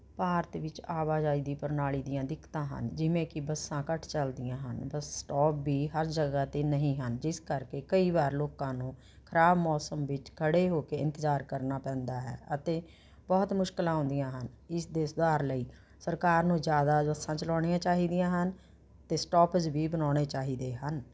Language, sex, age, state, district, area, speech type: Punjabi, female, 60+, Punjab, Rupnagar, urban, spontaneous